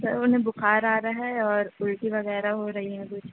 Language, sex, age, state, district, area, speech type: Urdu, female, 18-30, Delhi, Central Delhi, urban, conversation